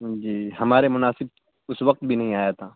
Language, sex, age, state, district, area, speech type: Urdu, male, 18-30, Uttar Pradesh, Muzaffarnagar, urban, conversation